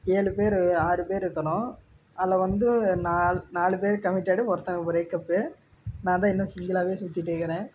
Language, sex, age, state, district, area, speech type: Tamil, male, 18-30, Tamil Nadu, Namakkal, rural, spontaneous